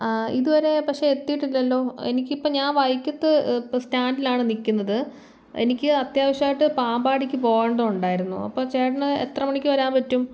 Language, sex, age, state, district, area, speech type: Malayalam, female, 18-30, Kerala, Kottayam, rural, spontaneous